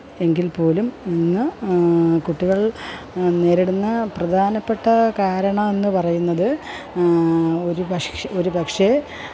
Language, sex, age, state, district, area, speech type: Malayalam, female, 45-60, Kerala, Kollam, rural, spontaneous